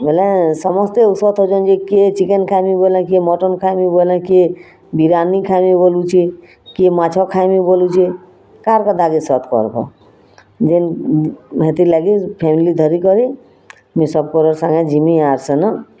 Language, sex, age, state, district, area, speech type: Odia, female, 45-60, Odisha, Bargarh, rural, spontaneous